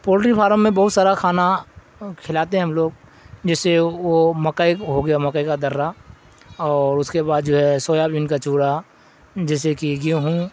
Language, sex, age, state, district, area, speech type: Urdu, male, 60+, Bihar, Darbhanga, rural, spontaneous